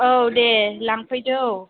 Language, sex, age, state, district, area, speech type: Bodo, female, 30-45, Assam, Kokrajhar, rural, conversation